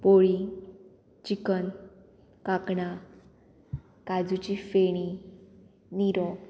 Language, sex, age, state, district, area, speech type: Goan Konkani, female, 18-30, Goa, Murmgao, urban, spontaneous